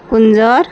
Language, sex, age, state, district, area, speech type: Marathi, female, 45-60, Maharashtra, Nagpur, rural, spontaneous